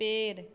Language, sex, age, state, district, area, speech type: Hindi, female, 18-30, Bihar, Samastipur, rural, read